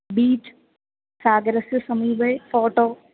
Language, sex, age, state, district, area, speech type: Sanskrit, female, 18-30, Kerala, Thrissur, urban, conversation